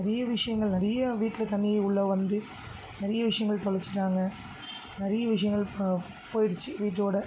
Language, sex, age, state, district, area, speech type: Tamil, female, 30-45, Tamil Nadu, Tiruvallur, urban, spontaneous